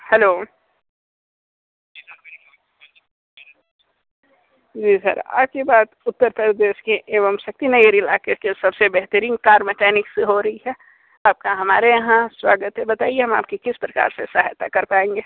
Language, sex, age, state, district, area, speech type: Hindi, male, 18-30, Uttar Pradesh, Sonbhadra, rural, conversation